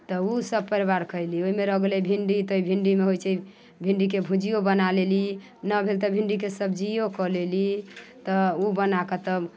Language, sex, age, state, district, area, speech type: Maithili, female, 30-45, Bihar, Muzaffarpur, rural, spontaneous